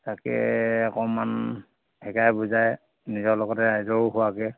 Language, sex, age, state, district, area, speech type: Assamese, male, 45-60, Assam, Dhemaji, urban, conversation